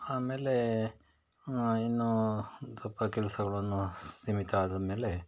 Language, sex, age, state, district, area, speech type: Kannada, male, 60+, Karnataka, Bangalore Rural, rural, spontaneous